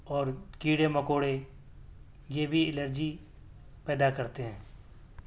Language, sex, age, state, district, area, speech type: Urdu, male, 30-45, Delhi, South Delhi, urban, spontaneous